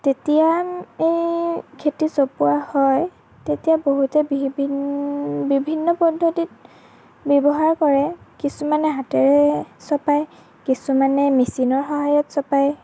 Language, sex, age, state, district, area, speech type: Assamese, female, 18-30, Assam, Lakhimpur, rural, spontaneous